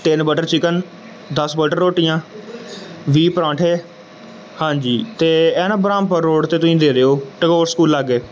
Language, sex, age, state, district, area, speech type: Punjabi, male, 18-30, Punjab, Gurdaspur, urban, spontaneous